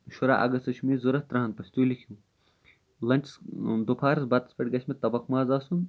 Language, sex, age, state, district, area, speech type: Kashmiri, male, 18-30, Jammu and Kashmir, Kupwara, rural, spontaneous